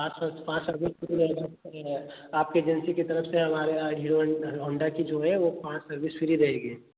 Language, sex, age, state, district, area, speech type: Hindi, male, 18-30, Uttar Pradesh, Jaunpur, rural, conversation